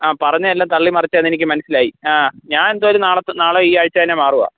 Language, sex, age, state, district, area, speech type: Malayalam, male, 18-30, Kerala, Pathanamthitta, rural, conversation